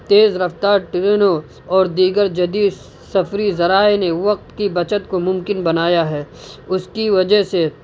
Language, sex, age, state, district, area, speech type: Urdu, male, 18-30, Uttar Pradesh, Saharanpur, urban, spontaneous